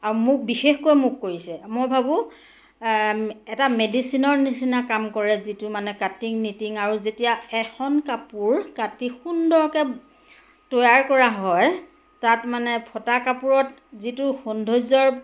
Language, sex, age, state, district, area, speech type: Assamese, female, 45-60, Assam, Majuli, rural, spontaneous